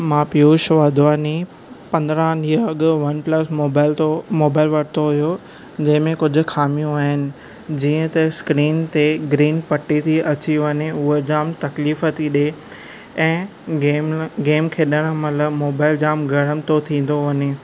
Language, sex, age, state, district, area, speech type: Sindhi, male, 18-30, Maharashtra, Thane, urban, spontaneous